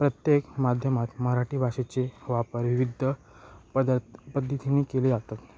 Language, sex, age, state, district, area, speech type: Marathi, male, 18-30, Maharashtra, Ratnagiri, rural, spontaneous